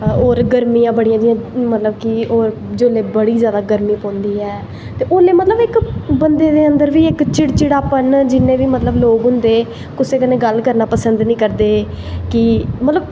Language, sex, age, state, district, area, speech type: Dogri, female, 18-30, Jammu and Kashmir, Jammu, urban, spontaneous